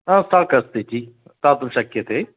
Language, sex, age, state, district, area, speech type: Sanskrit, male, 60+, Tamil Nadu, Coimbatore, urban, conversation